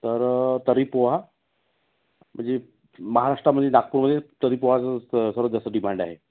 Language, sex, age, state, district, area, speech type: Marathi, male, 30-45, Maharashtra, Nagpur, urban, conversation